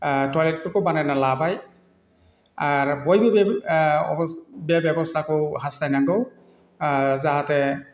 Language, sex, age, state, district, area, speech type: Bodo, male, 45-60, Assam, Chirang, rural, spontaneous